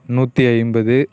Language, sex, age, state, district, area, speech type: Tamil, male, 18-30, Tamil Nadu, Nagapattinam, rural, spontaneous